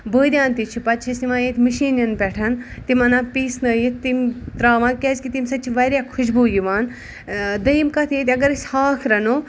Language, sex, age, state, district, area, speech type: Kashmiri, female, 18-30, Jammu and Kashmir, Ganderbal, rural, spontaneous